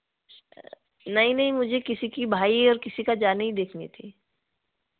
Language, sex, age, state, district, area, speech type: Hindi, female, 30-45, Madhya Pradesh, Betul, urban, conversation